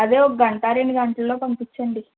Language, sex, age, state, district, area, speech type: Telugu, female, 60+, Andhra Pradesh, East Godavari, rural, conversation